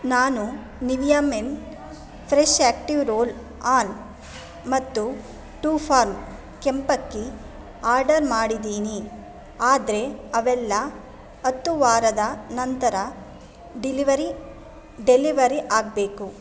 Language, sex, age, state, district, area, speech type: Kannada, female, 30-45, Karnataka, Mandya, rural, read